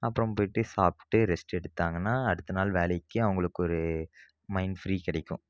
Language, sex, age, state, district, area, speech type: Tamil, male, 18-30, Tamil Nadu, Krishnagiri, rural, spontaneous